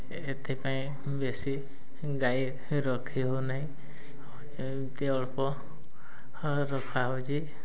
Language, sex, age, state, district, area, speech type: Odia, male, 18-30, Odisha, Mayurbhanj, rural, spontaneous